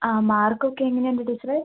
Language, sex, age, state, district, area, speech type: Malayalam, female, 18-30, Kerala, Idukki, rural, conversation